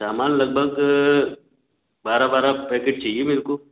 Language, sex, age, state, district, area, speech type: Hindi, male, 45-60, Madhya Pradesh, Gwalior, rural, conversation